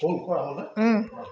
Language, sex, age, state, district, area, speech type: Assamese, female, 60+, Assam, Udalguri, rural, spontaneous